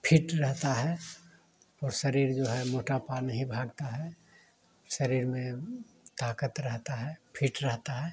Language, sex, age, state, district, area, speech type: Hindi, male, 30-45, Bihar, Madhepura, rural, spontaneous